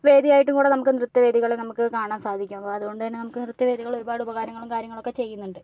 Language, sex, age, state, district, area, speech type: Malayalam, female, 45-60, Kerala, Kozhikode, urban, spontaneous